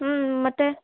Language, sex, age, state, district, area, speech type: Kannada, female, 18-30, Karnataka, Dharwad, urban, conversation